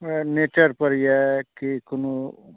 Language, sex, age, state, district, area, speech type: Maithili, male, 60+, Bihar, Saharsa, urban, conversation